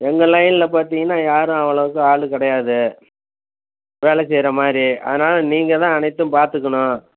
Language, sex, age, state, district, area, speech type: Tamil, male, 60+, Tamil Nadu, Perambalur, urban, conversation